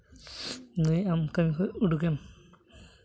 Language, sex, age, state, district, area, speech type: Santali, male, 18-30, West Bengal, Uttar Dinajpur, rural, spontaneous